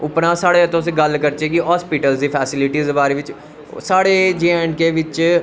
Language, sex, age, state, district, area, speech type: Dogri, male, 18-30, Jammu and Kashmir, Udhampur, urban, spontaneous